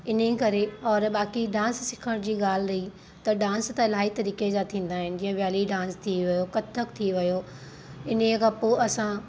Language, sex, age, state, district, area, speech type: Sindhi, female, 30-45, Uttar Pradesh, Lucknow, urban, spontaneous